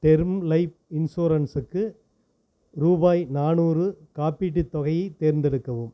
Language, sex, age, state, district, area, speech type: Tamil, male, 45-60, Tamil Nadu, Namakkal, rural, read